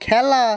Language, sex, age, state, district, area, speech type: Bengali, male, 30-45, West Bengal, Hooghly, rural, read